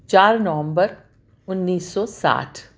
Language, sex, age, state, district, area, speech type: Urdu, female, 60+, Delhi, South Delhi, urban, spontaneous